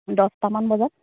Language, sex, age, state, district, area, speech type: Assamese, female, 30-45, Assam, Charaideo, rural, conversation